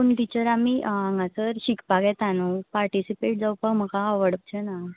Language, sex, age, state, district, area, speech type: Goan Konkani, female, 18-30, Goa, Ponda, rural, conversation